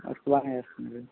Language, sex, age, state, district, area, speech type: Telugu, male, 18-30, Andhra Pradesh, Guntur, rural, conversation